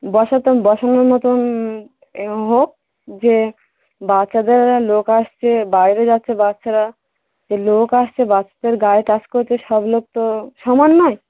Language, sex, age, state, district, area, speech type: Bengali, female, 18-30, West Bengal, Dakshin Dinajpur, urban, conversation